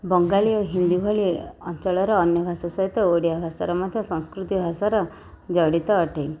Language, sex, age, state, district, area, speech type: Odia, female, 30-45, Odisha, Nayagarh, rural, spontaneous